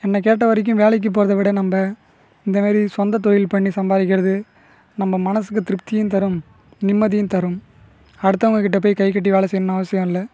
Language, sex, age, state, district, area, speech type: Tamil, male, 18-30, Tamil Nadu, Cuddalore, rural, spontaneous